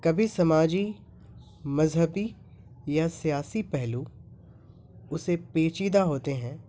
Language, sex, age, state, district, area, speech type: Urdu, male, 18-30, Delhi, North East Delhi, urban, spontaneous